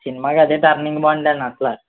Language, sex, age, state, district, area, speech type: Telugu, male, 18-30, Andhra Pradesh, East Godavari, urban, conversation